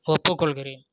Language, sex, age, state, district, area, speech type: Tamil, male, 30-45, Tamil Nadu, Viluppuram, rural, read